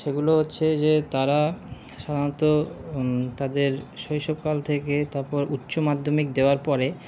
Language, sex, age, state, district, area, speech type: Bengali, male, 30-45, West Bengal, Paschim Bardhaman, urban, spontaneous